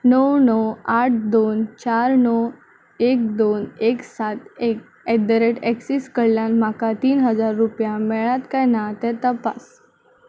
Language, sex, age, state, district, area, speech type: Goan Konkani, female, 18-30, Goa, Tiswadi, rural, read